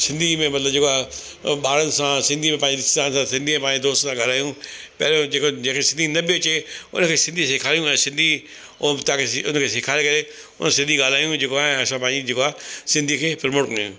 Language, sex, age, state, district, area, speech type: Sindhi, male, 60+, Delhi, South Delhi, urban, spontaneous